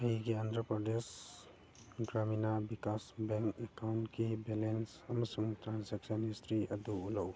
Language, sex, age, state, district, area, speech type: Manipuri, male, 45-60, Manipur, Churachandpur, urban, read